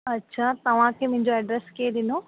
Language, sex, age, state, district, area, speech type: Sindhi, female, 18-30, Rajasthan, Ajmer, urban, conversation